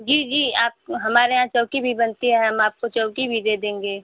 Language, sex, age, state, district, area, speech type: Hindi, female, 18-30, Uttar Pradesh, Mau, urban, conversation